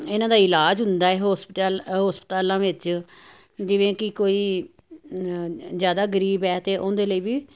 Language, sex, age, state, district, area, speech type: Punjabi, female, 60+, Punjab, Jalandhar, urban, spontaneous